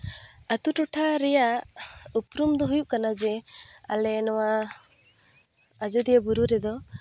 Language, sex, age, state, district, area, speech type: Santali, female, 18-30, West Bengal, Purulia, rural, spontaneous